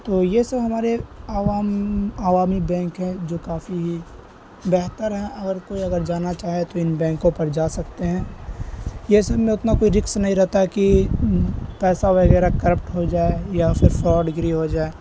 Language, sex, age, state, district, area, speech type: Urdu, male, 18-30, Bihar, Khagaria, rural, spontaneous